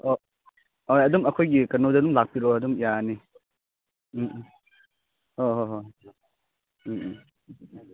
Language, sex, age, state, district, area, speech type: Manipuri, male, 30-45, Manipur, Churachandpur, rural, conversation